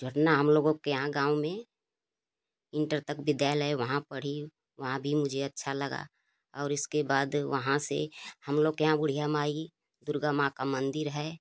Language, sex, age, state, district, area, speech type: Hindi, female, 30-45, Uttar Pradesh, Ghazipur, rural, spontaneous